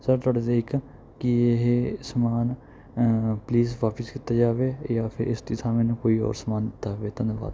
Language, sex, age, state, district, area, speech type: Punjabi, male, 18-30, Punjab, Kapurthala, rural, spontaneous